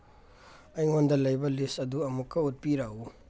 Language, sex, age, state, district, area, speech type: Manipuri, male, 30-45, Manipur, Tengnoupal, rural, read